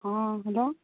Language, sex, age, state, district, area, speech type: Urdu, female, 30-45, Bihar, Saharsa, rural, conversation